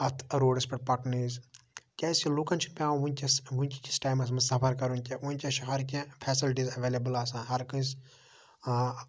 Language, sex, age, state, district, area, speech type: Kashmiri, male, 30-45, Jammu and Kashmir, Budgam, rural, spontaneous